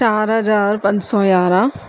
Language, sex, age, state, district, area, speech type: Sindhi, female, 30-45, Rajasthan, Ajmer, urban, spontaneous